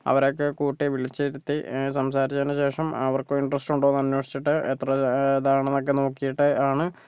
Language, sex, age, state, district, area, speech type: Malayalam, male, 30-45, Kerala, Kozhikode, urban, spontaneous